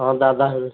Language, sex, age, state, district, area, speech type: Odia, male, 45-60, Odisha, Sambalpur, rural, conversation